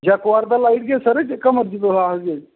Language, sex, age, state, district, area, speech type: Dogri, male, 30-45, Jammu and Kashmir, Reasi, urban, conversation